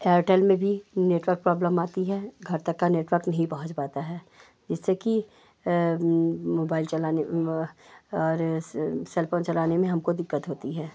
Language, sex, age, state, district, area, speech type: Hindi, female, 60+, Uttar Pradesh, Hardoi, rural, spontaneous